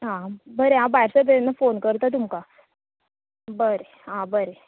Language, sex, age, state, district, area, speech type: Goan Konkani, female, 18-30, Goa, Tiswadi, rural, conversation